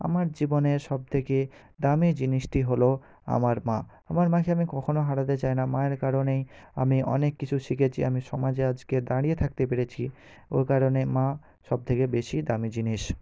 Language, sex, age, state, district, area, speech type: Bengali, male, 45-60, West Bengal, Jhargram, rural, spontaneous